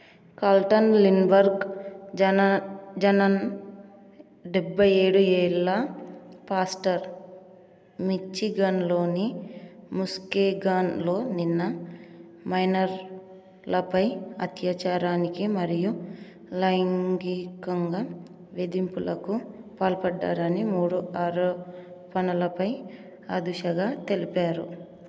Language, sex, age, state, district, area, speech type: Telugu, female, 18-30, Telangana, Ranga Reddy, urban, read